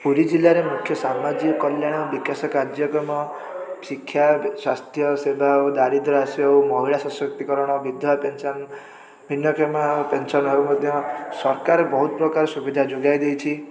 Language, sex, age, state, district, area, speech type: Odia, male, 18-30, Odisha, Puri, urban, spontaneous